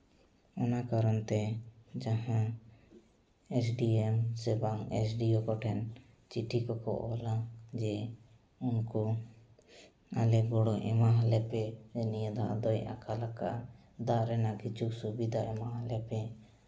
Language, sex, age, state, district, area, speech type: Santali, male, 18-30, Jharkhand, East Singhbhum, rural, spontaneous